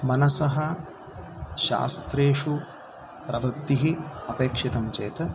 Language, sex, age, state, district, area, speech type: Sanskrit, male, 30-45, Karnataka, Davanagere, urban, spontaneous